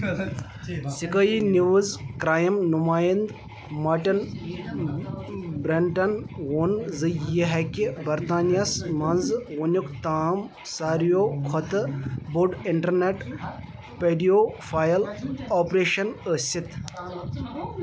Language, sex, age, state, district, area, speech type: Kashmiri, male, 30-45, Jammu and Kashmir, Baramulla, rural, read